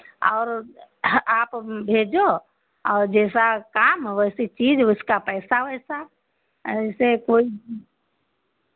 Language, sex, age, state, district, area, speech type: Hindi, female, 60+, Uttar Pradesh, Sitapur, rural, conversation